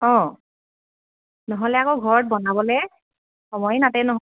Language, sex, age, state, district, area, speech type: Assamese, female, 18-30, Assam, Lakhimpur, rural, conversation